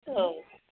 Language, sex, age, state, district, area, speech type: Bodo, female, 45-60, Assam, Kokrajhar, urban, conversation